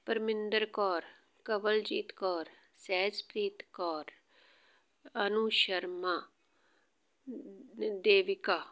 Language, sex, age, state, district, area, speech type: Punjabi, female, 45-60, Punjab, Amritsar, urban, spontaneous